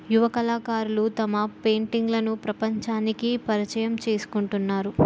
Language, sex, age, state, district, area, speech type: Telugu, female, 18-30, Telangana, Jayashankar, urban, spontaneous